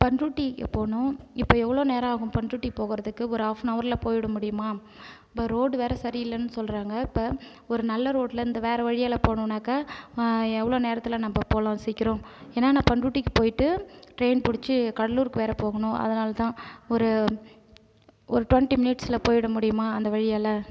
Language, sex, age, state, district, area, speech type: Tamil, female, 30-45, Tamil Nadu, Cuddalore, rural, spontaneous